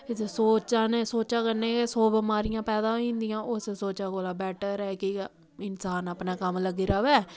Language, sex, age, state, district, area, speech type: Dogri, female, 30-45, Jammu and Kashmir, Samba, rural, spontaneous